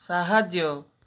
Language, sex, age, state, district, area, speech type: Odia, male, 18-30, Odisha, Balasore, rural, read